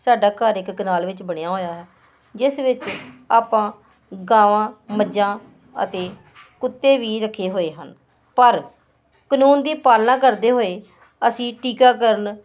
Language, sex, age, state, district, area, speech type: Punjabi, female, 45-60, Punjab, Hoshiarpur, urban, spontaneous